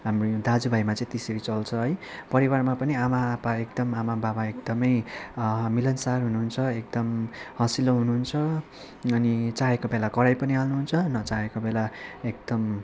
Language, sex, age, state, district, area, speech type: Nepali, male, 18-30, West Bengal, Kalimpong, rural, spontaneous